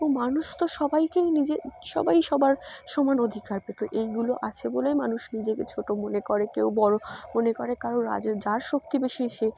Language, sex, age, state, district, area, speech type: Bengali, female, 18-30, West Bengal, Dakshin Dinajpur, urban, spontaneous